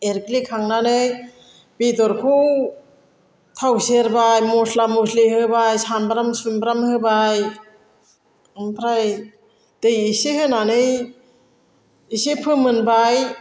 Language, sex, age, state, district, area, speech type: Bodo, female, 60+, Assam, Chirang, rural, spontaneous